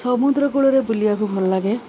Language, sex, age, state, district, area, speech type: Odia, female, 45-60, Odisha, Rayagada, rural, spontaneous